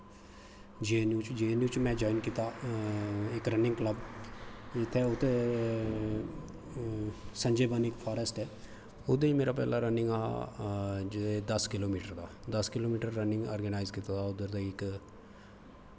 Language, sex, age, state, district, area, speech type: Dogri, male, 30-45, Jammu and Kashmir, Kathua, rural, spontaneous